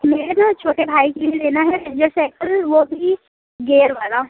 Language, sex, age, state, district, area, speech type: Hindi, female, 18-30, Uttar Pradesh, Prayagraj, rural, conversation